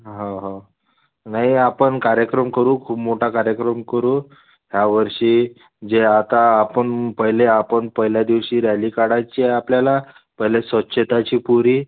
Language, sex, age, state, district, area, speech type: Marathi, male, 18-30, Maharashtra, Wardha, urban, conversation